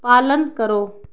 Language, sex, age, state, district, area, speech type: Dogri, female, 30-45, Jammu and Kashmir, Reasi, rural, read